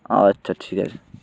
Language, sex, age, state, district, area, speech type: Bengali, male, 18-30, West Bengal, Jalpaiguri, rural, spontaneous